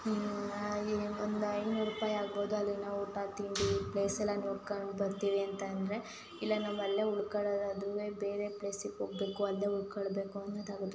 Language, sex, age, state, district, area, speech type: Kannada, female, 18-30, Karnataka, Hassan, rural, spontaneous